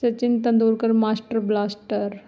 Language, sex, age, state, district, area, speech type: Punjabi, female, 30-45, Punjab, Ludhiana, urban, spontaneous